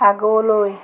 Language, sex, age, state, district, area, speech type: Assamese, female, 45-60, Assam, Jorhat, urban, read